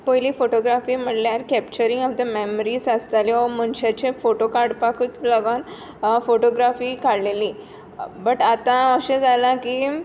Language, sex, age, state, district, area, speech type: Goan Konkani, female, 18-30, Goa, Tiswadi, rural, spontaneous